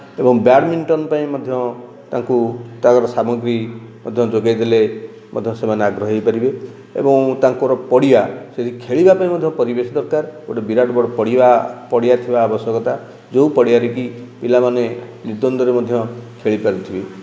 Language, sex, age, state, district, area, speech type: Odia, male, 45-60, Odisha, Nayagarh, rural, spontaneous